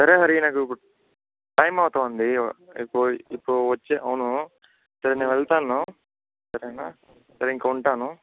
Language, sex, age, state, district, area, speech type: Telugu, male, 18-30, Andhra Pradesh, Chittoor, rural, conversation